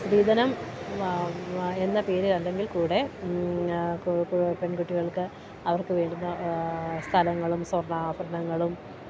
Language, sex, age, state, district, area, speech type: Malayalam, female, 30-45, Kerala, Idukki, rural, spontaneous